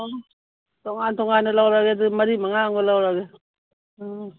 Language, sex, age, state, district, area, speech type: Manipuri, female, 45-60, Manipur, Kangpokpi, urban, conversation